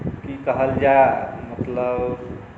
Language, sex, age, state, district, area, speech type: Maithili, male, 45-60, Bihar, Saharsa, urban, spontaneous